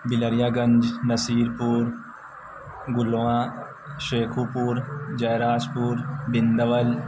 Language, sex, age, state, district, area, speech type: Urdu, male, 30-45, Uttar Pradesh, Azamgarh, rural, spontaneous